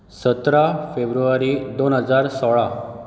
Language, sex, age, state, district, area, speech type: Goan Konkani, male, 30-45, Goa, Bardez, rural, spontaneous